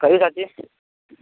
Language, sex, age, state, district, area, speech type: Maithili, male, 18-30, Bihar, Saharsa, rural, conversation